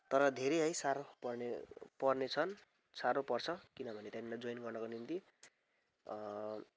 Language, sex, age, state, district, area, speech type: Nepali, male, 18-30, West Bengal, Kalimpong, rural, spontaneous